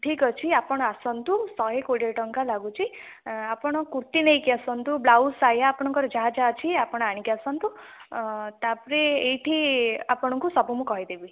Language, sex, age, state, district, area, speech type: Odia, female, 18-30, Odisha, Nayagarh, rural, conversation